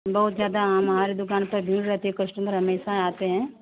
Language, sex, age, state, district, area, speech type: Hindi, female, 45-60, Uttar Pradesh, Mau, rural, conversation